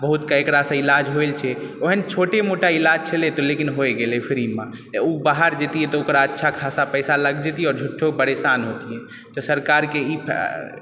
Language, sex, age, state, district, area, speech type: Maithili, male, 18-30, Bihar, Purnia, urban, spontaneous